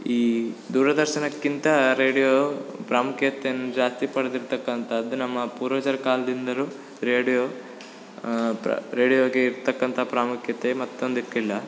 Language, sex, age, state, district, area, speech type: Kannada, male, 18-30, Karnataka, Uttara Kannada, rural, spontaneous